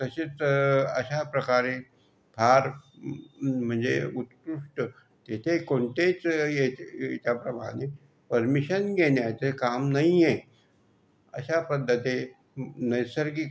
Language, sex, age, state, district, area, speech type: Marathi, male, 45-60, Maharashtra, Buldhana, rural, spontaneous